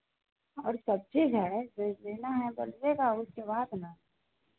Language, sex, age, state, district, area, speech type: Hindi, female, 60+, Bihar, Vaishali, urban, conversation